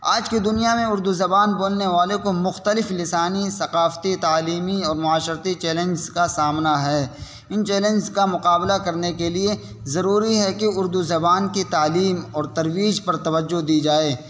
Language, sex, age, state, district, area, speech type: Urdu, male, 18-30, Uttar Pradesh, Saharanpur, urban, spontaneous